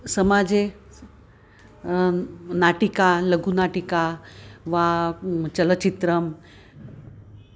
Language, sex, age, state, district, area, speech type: Sanskrit, female, 60+, Maharashtra, Nanded, urban, spontaneous